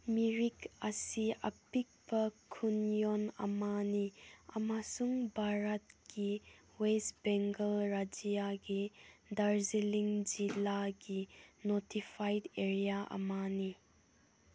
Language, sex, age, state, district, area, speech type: Manipuri, female, 18-30, Manipur, Senapati, rural, read